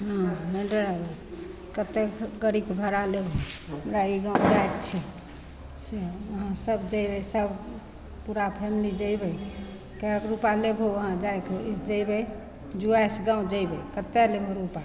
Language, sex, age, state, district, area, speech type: Maithili, female, 60+, Bihar, Begusarai, rural, spontaneous